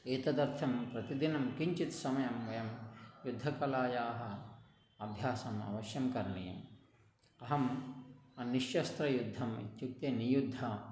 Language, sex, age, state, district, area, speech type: Sanskrit, male, 60+, Telangana, Nalgonda, urban, spontaneous